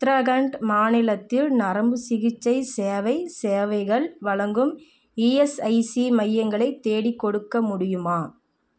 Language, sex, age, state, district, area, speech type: Tamil, female, 18-30, Tamil Nadu, Namakkal, rural, read